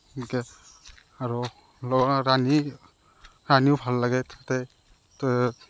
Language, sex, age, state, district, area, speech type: Assamese, male, 30-45, Assam, Morigaon, rural, spontaneous